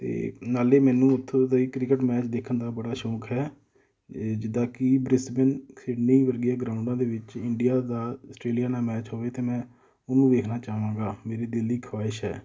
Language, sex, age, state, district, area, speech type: Punjabi, male, 30-45, Punjab, Amritsar, urban, spontaneous